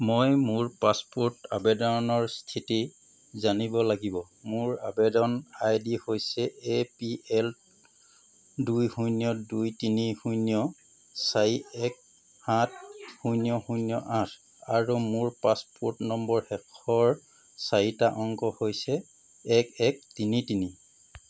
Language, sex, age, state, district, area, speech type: Assamese, male, 45-60, Assam, Tinsukia, rural, read